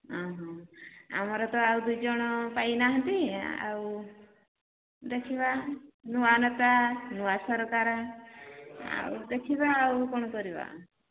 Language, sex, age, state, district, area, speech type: Odia, female, 45-60, Odisha, Angul, rural, conversation